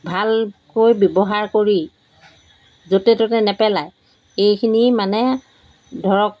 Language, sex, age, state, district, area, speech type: Assamese, female, 45-60, Assam, Golaghat, urban, spontaneous